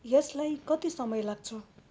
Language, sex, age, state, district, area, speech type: Nepali, female, 45-60, West Bengal, Darjeeling, rural, read